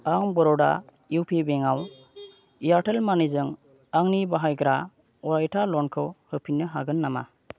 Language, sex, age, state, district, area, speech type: Bodo, male, 30-45, Assam, Kokrajhar, rural, read